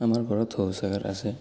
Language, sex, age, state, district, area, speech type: Assamese, male, 18-30, Assam, Barpeta, rural, spontaneous